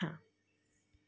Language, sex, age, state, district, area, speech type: Marathi, female, 30-45, Maharashtra, Satara, urban, spontaneous